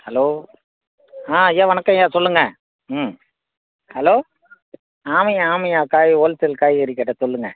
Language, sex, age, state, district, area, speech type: Tamil, male, 60+, Tamil Nadu, Thanjavur, rural, conversation